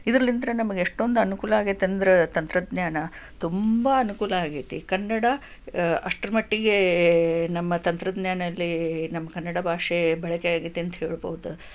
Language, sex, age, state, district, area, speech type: Kannada, female, 45-60, Karnataka, Chikkaballapur, rural, spontaneous